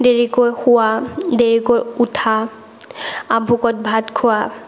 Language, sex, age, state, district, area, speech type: Assamese, female, 18-30, Assam, Morigaon, rural, spontaneous